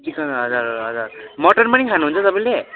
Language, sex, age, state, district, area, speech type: Nepali, male, 18-30, West Bengal, Kalimpong, rural, conversation